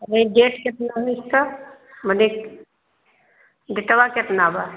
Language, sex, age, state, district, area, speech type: Hindi, female, 60+, Uttar Pradesh, Ayodhya, rural, conversation